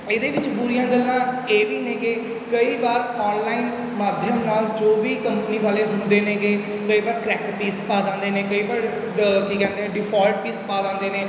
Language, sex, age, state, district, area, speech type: Punjabi, male, 18-30, Punjab, Mansa, rural, spontaneous